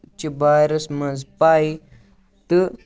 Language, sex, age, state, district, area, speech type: Kashmiri, male, 18-30, Jammu and Kashmir, Baramulla, rural, spontaneous